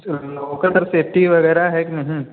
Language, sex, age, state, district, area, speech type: Hindi, male, 18-30, Uttar Pradesh, Mirzapur, rural, conversation